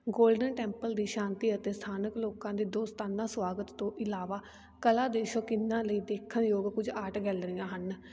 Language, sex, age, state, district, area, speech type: Punjabi, female, 18-30, Punjab, Fatehgarh Sahib, rural, spontaneous